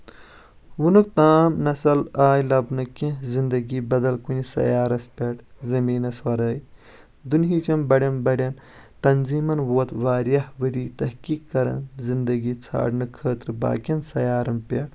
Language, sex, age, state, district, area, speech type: Kashmiri, male, 18-30, Jammu and Kashmir, Kulgam, urban, spontaneous